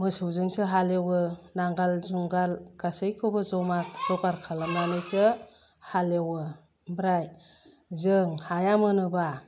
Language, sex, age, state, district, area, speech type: Bodo, female, 60+, Assam, Chirang, rural, spontaneous